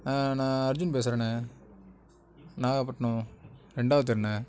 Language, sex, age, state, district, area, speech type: Tamil, male, 18-30, Tamil Nadu, Nagapattinam, rural, spontaneous